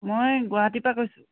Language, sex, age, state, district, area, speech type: Assamese, female, 30-45, Assam, Jorhat, urban, conversation